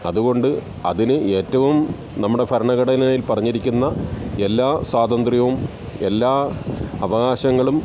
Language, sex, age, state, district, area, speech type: Malayalam, male, 45-60, Kerala, Alappuzha, rural, spontaneous